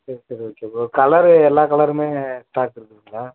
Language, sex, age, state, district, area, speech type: Tamil, male, 18-30, Tamil Nadu, Namakkal, rural, conversation